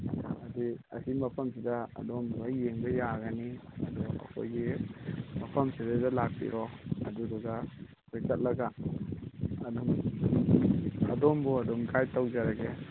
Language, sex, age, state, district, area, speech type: Manipuri, male, 45-60, Manipur, Imphal East, rural, conversation